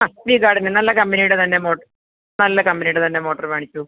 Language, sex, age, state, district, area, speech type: Malayalam, female, 45-60, Kerala, Kottayam, rural, conversation